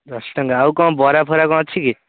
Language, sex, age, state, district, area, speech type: Odia, male, 18-30, Odisha, Cuttack, urban, conversation